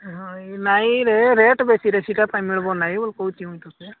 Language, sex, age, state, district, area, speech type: Odia, male, 45-60, Odisha, Nabarangpur, rural, conversation